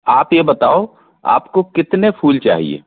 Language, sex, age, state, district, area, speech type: Hindi, male, 60+, Madhya Pradesh, Balaghat, rural, conversation